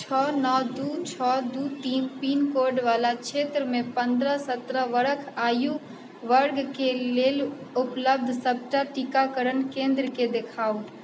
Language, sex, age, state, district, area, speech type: Maithili, female, 30-45, Bihar, Sitamarhi, rural, read